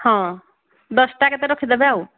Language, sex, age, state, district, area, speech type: Odia, female, 45-60, Odisha, Angul, rural, conversation